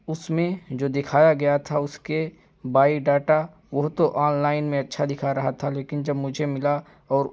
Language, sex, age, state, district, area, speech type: Urdu, male, 18-30, Uttar Pradesh, Siddharthnagar, rural, spontaneous